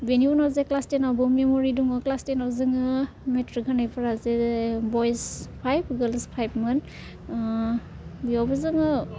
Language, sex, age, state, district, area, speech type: Bodo, female, 18-30, Assam, Udalguri, rural, spontaneous